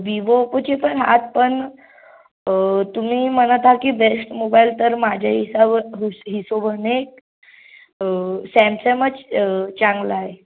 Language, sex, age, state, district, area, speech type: Marathi, male, 30-45, Maharashtra, Nagpur, urban, conversation